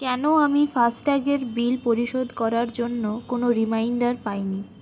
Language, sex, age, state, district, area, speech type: Bengali, female, 60+, West Bengal, Purulia, urban, read